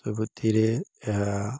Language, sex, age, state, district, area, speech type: Odia, female, 30-45, Odisha, Balangir, urban, spontaneous